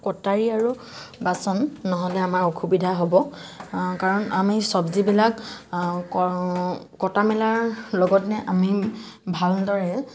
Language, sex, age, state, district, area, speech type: Assamese, female, 18-30, Assam, Tinsukia, rural, spontaneous